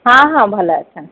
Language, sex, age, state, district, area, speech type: Odia, female, 30-45, Odisha, Sundergarh, urban, conversation